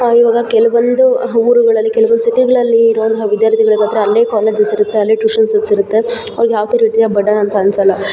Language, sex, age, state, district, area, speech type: Kannada, female, 18-30, Karnataka, Kolar, rural, spontaneous